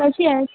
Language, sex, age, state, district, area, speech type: Marathi, female, 18-30, Maharashtra, Mumbai Suburban, urban, conversation